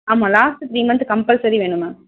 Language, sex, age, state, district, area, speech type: Tamil, female, 18-30, Tamil Nadu, Tiruvarur, rural, conversation